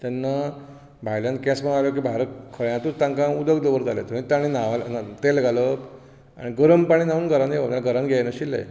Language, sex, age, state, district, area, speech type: Goan Konkani, male, 45-60, Goa, Bardez, rural, spontaneous